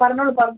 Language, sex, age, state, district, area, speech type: Malayalam, female, 30-45, Kerala, Palakkad, urban, conversation